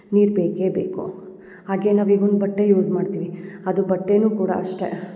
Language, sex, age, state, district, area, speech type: Kannada, female, 30-45, Karnataka, Hassan, urban, spontaneous